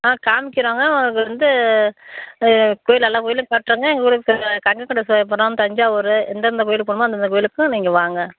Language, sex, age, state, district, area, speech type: Tamil, female, 60+, Tamil Nadu, Ariyalur, rural, conversation